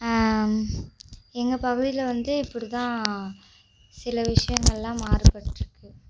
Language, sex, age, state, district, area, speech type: Tamil, female, 18-30, Tamil Nadu, Tiruchirappalli, rural, spontaneous